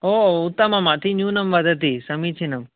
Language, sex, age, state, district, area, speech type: Sanskrit, male, 18-30, Kerala, Palakkad, urban, conversation